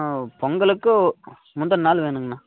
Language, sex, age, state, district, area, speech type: Tamil, male, 45-60, Tamil Nadu, Namakkal, rural, conversation